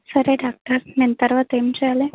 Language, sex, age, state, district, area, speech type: Telugu, female, 18-30, Telangana, Adilabad, rural, conversation